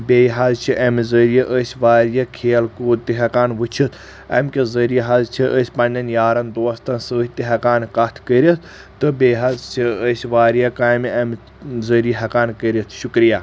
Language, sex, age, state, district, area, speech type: Kashmiri, male, 18-30, Jammu and Kashmir, Kulgam, urban, spontaneous